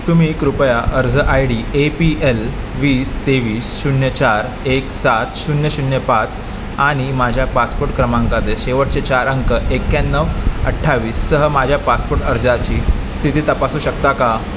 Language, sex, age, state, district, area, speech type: Marathi, male, 18-30, Maharashtra, Mumbai Suburban, urban, read